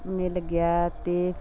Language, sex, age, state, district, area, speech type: Punjabi, female, 45-60, Punjab, Mansa, rural, spontaneous